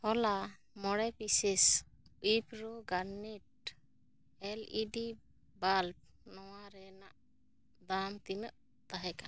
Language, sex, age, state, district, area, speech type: Santali, female, 30-45, West Bengal, Bankura, rural, read